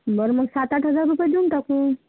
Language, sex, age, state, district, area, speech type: Marathi, female, 45-60, Maharashtra, Washim, rural, conversation